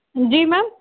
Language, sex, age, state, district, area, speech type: Hindi, female, 18-30, Madhya Pradesh, Indore, urban, conversation